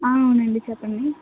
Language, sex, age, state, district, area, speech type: Telugu, female, 60+, Andhra Pradesh, Kakinada, rural, conversation